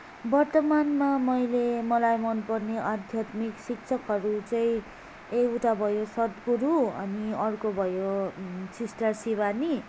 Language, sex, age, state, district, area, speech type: Nepali, female, 30-45, West Bengal, Darjeeling, rural, spontaneous